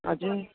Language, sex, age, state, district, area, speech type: Nepali, female, 45-60, West Bengal, Kalimpong, rural, conversation